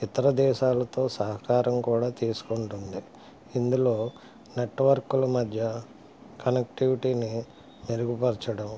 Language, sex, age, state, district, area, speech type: Telugu, male, 60+, Andhra Pradesh, West Godavari, rural, spontaneous